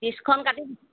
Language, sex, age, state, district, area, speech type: Assamese, female, 60+, Assam, Golaghat, urban, conversation